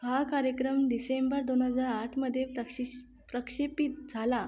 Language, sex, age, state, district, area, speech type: Marathi, female, 18-30, Maharashtra, Akola, rural, read